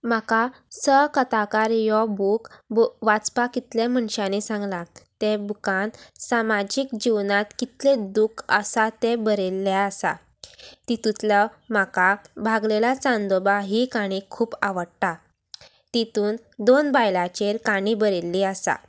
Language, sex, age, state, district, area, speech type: Goan Konkani, female, 18-30, Goa, Sanguem, rural, spontaneous